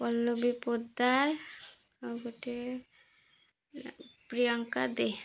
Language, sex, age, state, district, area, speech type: Odia, female, 30-45, Odisha, Malkangiri, urban, spontaneous